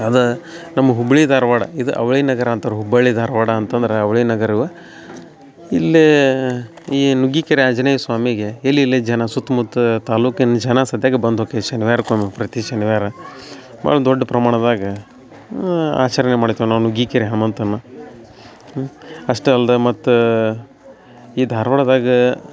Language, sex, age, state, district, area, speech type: Kannada, male, 30-45, Karnataka, Dharwad, rural, spontaneous